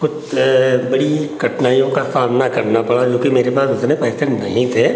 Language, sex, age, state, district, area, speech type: Hindi, male, 60+, Uttar Pradesh, Hardoi, rural, spontaneous